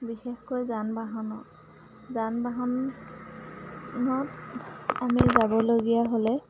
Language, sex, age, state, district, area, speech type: Assamese, female, 30-45, Assam, Majuli, urban, spontaneous